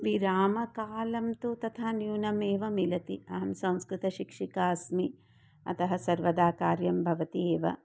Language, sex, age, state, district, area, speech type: Sanskrit, female, 60+, Karnataka, Dharwad, urban, spontaneous